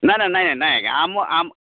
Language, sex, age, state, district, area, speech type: Odia, male, 45-60, Odisha, Rayagada, rural, conversation